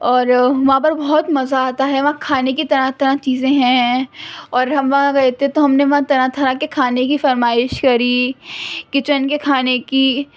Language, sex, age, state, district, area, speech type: Urdu, female, 18-30, Delhi, Central Delhi, urban, spontaneous